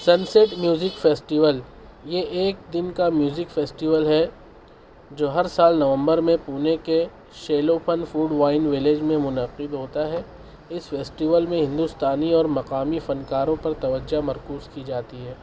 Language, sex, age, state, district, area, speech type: Urdu, male, 18-30, Maharashtra, Nashik, urban, spontaneous